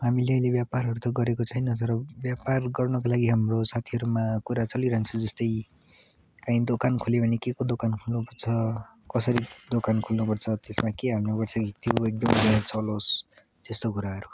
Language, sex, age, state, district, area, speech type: Nepali, male, 18-30, West Bengal, Darjeeling, urban, spontaneous